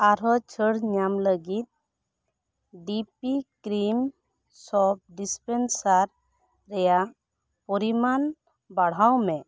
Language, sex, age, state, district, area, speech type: Santali, female, 30-45, West Bengal, Bankura, rural, read